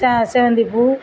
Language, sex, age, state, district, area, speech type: Tamil, female, 45-60, Tamil Nadu, Thoothukudi, rural, spontaneous